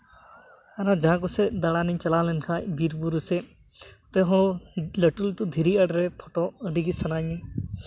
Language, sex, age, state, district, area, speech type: Santali, male, 18-30, West Bengal, Uttar Dinajpur, rural, spontaneous